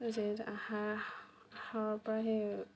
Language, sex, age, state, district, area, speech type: Assamese, female, 45-60, Assam, Lakhimpur, rural, spontaneous